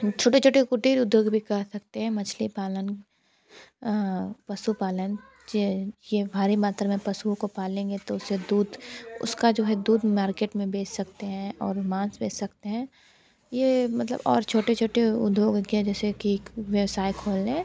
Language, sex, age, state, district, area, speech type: Hindi, female, 18-30, Uttar Pradesh, Sonbhadra, rural, spontaneous